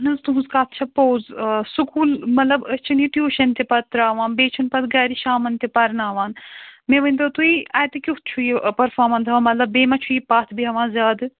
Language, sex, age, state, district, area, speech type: Kashmiri, female, 45-60, Jammu and Kashmir, Ganderbal, rural, conversation